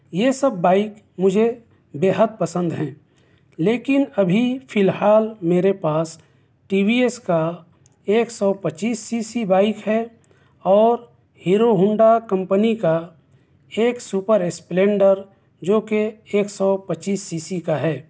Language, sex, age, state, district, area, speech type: Urdu, male, 30-45, Bihar, East Champaran, rural, spontaneous